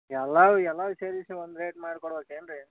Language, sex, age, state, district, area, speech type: Kannada, male, 18-30, Karnataka, Bagalkot, rural, conversation